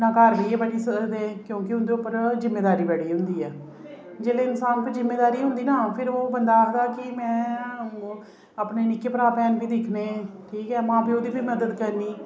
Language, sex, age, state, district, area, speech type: Dogri, female, 30-45, Jammu and Kashmir, Reasi, rural, spontaneous